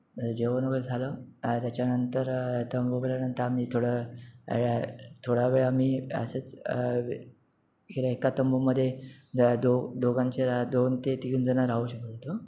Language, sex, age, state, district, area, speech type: Marathi, male, 30-45, Maharashtra, Ratnagiri, urban, spontaneous